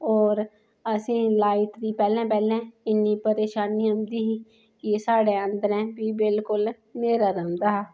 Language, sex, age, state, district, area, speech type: Dogri, female, 30-45, Jammu and Kashmir, Udhampur, rural, spontaneous